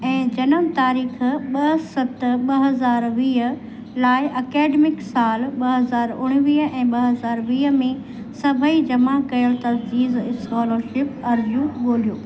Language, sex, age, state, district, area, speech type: Sindhi, female, 45-60, Uttar Pradesh, Lucknow, urban, read